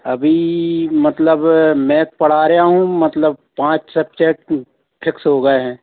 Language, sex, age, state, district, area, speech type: Hindi, male, 45-60, Madhya Pradesh, Hoshangabad, urban, conversation